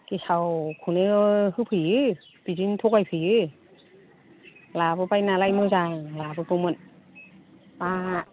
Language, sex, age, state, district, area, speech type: Bodo, female, 60+, Assam, Kokrajhar, rural, conversation